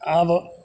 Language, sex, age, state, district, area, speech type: Maithili, male, 60+, Bihar, Begusarai, rural, spontaneous